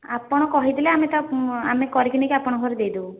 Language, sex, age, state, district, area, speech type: Odia, female, 18-30, Odisha, Puri, urban, conversation